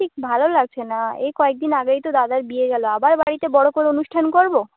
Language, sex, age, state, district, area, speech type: Bengali, female, 18-30, West Bengal, South 24 Parganas, rural, conversation